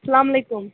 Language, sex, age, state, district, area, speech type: Kashmiri, female, 18-30, Jammu and Kashmir, Budgam, rural, conversation